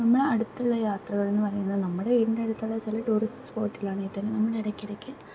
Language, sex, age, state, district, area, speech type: Malayalam, female, 18-30, Kerala, Thrissur, urban, spontaneous